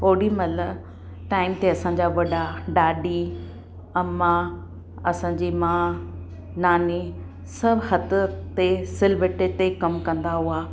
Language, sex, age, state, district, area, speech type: Sindhi, female, 45-60, Maharashtra, Mumbai Suburban, urban, spontaneous